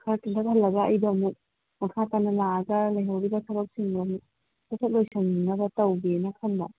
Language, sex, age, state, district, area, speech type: Manipuri, female, 30-45, Manipur, Imphal East, rural, conversation